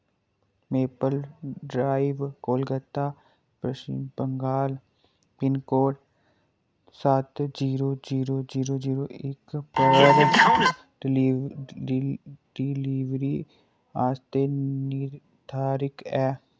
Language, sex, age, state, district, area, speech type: Dogri, male, 18-30, Jammu and Kashmir, Kathua, rural, read